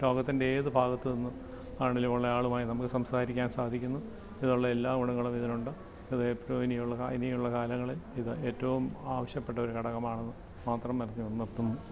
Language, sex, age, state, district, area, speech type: Malayalam, male, 60+, Kerala, Alappuzha, rural, spontaneous